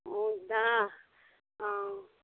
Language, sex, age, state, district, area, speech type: Kannada, female, 18-30, Karnataka, Bangalore Rural, rural, conversation